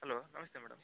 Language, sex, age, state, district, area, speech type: Kannada, male, 18-30, Karnataka, Koppal, urban, conversation